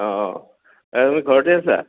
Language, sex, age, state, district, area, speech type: Assamese, male, 45-60, Assam, Goalpara, urban, conversation